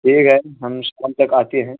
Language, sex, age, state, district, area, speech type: Urdu, male, 18-30, Bihar, Araria, rural, conversation